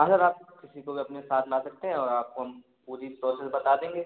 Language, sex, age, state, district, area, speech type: Hindi, male, 18-30, Madhya Pradesh, Gwalior, urban, conversation